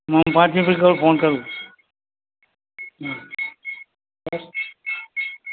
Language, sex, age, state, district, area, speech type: Gujarati, male, 60+, Gujarat, Valsad, rural, conversation